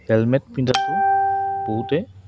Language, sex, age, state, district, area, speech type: Assamese, male, 30-45, Assam, Goalpara, rural, spontaneous